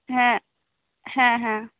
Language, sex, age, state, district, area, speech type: Santali, female, 18-30, West Bengal, Purba Bardhaman, rural, conversation